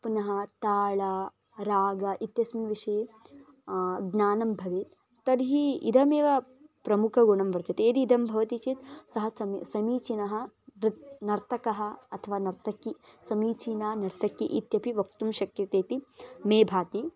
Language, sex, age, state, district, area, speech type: Sanskrit, female, 18-30, Karnataka, Bellary, urban, spontaneous